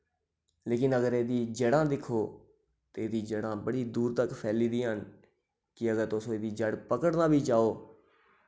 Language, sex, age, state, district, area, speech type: Dogri, male, 30-45, Jammu and Kashmir, Reasi, rural, spontaneous